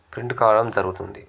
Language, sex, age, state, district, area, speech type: Telugu, male, 30-45, Telangana, Jangaon, rural, spontaneous